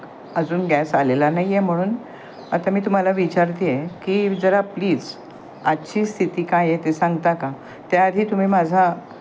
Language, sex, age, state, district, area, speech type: Marathi, female, 60+, Maharashtra, Thane, urban, spontaneous